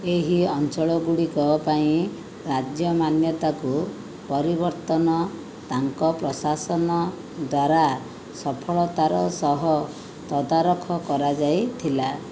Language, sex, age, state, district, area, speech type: Odia, female, 60+, Odisha, Khordha, rural, read